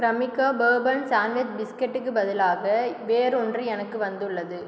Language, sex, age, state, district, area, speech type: Tamil, female, 30-45, Tamil Nadu, Cuddalore, rural, read